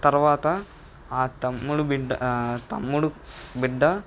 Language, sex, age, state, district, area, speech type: Telugu, male, 18-30, Andhra Pradesh, N T Rama Rao, urban, spontaneous